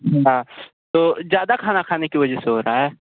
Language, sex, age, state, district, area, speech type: Hindi, male, 18-30, Uttar Pradesh, Sonbhadra, rural, conversation